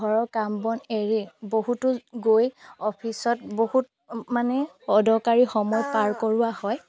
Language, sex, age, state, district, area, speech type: Assamese, female, 30-45, Assam, Golaghat, rural, spontaneous